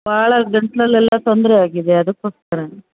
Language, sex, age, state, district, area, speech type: Kannada, female, 30-45, Karnataka, Bellary, rural, conversation